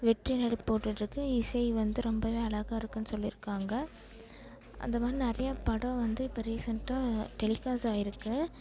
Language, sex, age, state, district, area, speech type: Tamil, female, 18-30, Tamil Nadu, Perambalur, rural, spontaneous